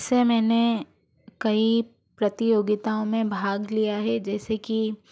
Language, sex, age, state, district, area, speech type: Hindi, female, 45-60, Madhya Pradesh, Bhopal, urban, spontaneous